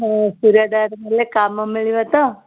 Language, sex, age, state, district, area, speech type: Odia, female, 45-60, Odisha, Sundergarh, urban, conversation